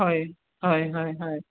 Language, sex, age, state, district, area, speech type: Assamese, female, 45-60, Assam, Barpeta, rural, conversation